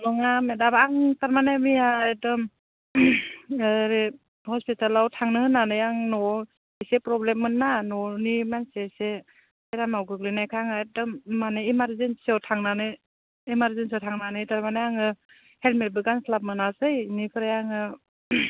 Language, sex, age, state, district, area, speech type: Bodo, female, 30-45, Assam, Udalguri, urban, conversation